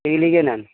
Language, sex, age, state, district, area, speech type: Bengali, male, 45-60, West Bengal, Darjeeling, rural, conversation